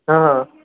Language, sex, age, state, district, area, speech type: Assamese, male, 18-30, Assam, Nalbari, rural, conversation